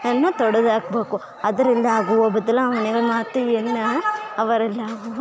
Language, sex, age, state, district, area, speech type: Kannada, female, 18-30, Karnataka, Bellary, rural, spontaneous